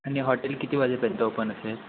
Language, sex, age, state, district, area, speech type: Marathi, male, 18-30, Maharashtra, Sindhudurg, rural, conversation